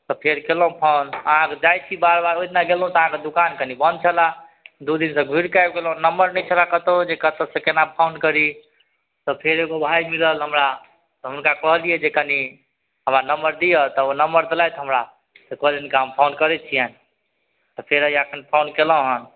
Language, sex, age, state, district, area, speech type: Maithili, male, 30-45, Bihar, Madhubani, rural, conversation